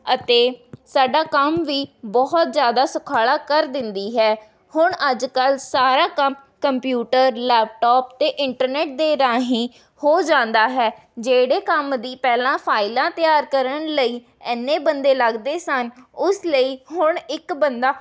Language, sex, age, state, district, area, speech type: Punjabi, female, 18-30, Punjab, Rupnagar, rural, spontaneous